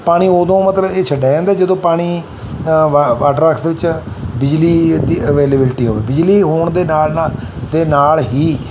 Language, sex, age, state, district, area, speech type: Punjabi, male, 45-60, Punjab, Mansa, urban, spontaneous